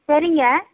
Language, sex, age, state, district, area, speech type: Tamil, female, 60+, Tamil Nadu, Erode, urban, conversation